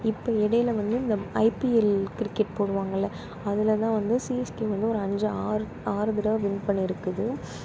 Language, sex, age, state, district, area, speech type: Tamil, female, 30-45, Tamil Nadu, Pudukkottai, rural, spontaneous